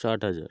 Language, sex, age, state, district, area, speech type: Bengali, male, 30-45, West Bengal, North 24 Parganas, rural, spontaneous